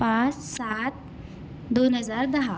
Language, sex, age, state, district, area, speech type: Marathi, female, 18-30, Maharashtra, Akola, rural, spontaneous